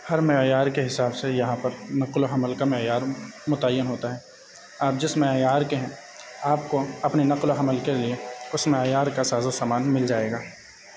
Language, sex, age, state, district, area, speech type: Urdu, male, 30-45, Delhi, North East Delhi, urban, spontaneous